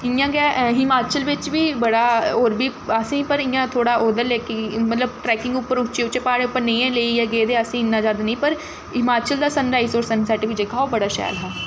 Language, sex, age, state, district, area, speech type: Dogri, female, 18-30, Jammu and Kashmir, Reasi, urban, spontaneous